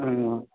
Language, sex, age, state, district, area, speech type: Maithili, male, 45-60, Bihar, Purnia, rural, conversation